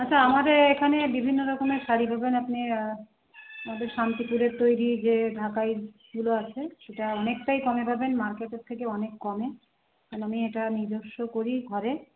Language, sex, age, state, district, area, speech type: Bengali, female, 30-45, West Bengal, Howrah, urban, conversation